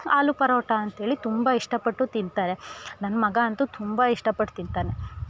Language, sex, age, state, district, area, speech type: Kannada, female, 30-45, Karnataka, Chikkamagaluru, rural, spontaneous